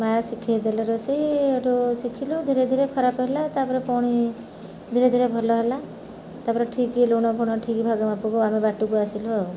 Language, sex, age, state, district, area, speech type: Odia, female, 60+, Odisha, Kendrapara, urban, spontaneous